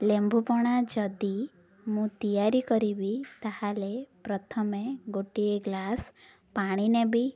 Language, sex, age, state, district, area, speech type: Odia, female, 18-30, Odisha, Ganjam, urban, spontaneous